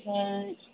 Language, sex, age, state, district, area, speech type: Bodo, female, 45-60, Assam, Kokrajhar, urban, conversation